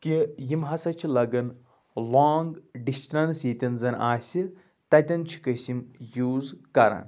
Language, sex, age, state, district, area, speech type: Kashmiri, male, 30-45, Jammu and Kashmir, Anantnag, rural, spontaneous